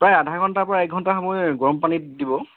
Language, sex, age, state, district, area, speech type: Assamese, male, 18-30, Assam, Tinsukia, urban, conversation